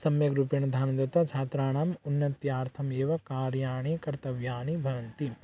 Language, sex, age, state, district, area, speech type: Sanskrit, male, 18-30, Odisha, Bargarh, rural, spontaneous